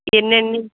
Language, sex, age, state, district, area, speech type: Telugu, female, 60+, Andhra Pradesh, Eluru, urban, conversation